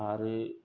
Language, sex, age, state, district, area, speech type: Bodo, male, 18-30, Assam, Kokrajhar, rural, spontaneous